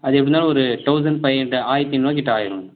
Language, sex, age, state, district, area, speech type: Tamil, male, 18-30, Tamil Nadu, Viluppuram, urban, conversation